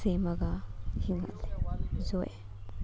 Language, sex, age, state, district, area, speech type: Manipuri, female, 18-30, Manipur, Thoubal, rural, spontaneous